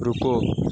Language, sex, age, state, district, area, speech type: Urdu, male, 18-30, Delhi, North West Delhi, urban, read